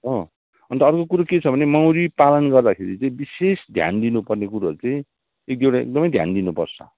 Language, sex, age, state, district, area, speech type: Nepali, male, 45-60, West Bengal, Darjeeling, rural, conversation